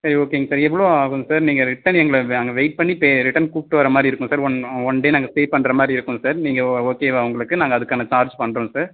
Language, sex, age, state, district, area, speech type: Tamil, male, 18-30, Tamil Nadu, Kallakurichi, rural, conversation